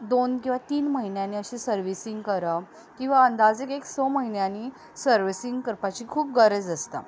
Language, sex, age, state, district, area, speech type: Goan Konkani, female, 18-30, Goa, Ponda, urban, spontaneous